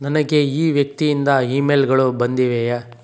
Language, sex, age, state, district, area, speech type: Kannada, male, 45-60, Karnataka, Bidar, rural, read